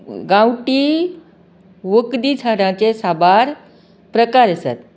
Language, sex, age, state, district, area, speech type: Goan Konkani, female, 60+, Goa, Canacona, rural, spontaneous